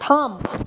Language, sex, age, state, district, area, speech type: Bengali, female, 30-45, West Bengal, Paschim Bardhaman, urban, read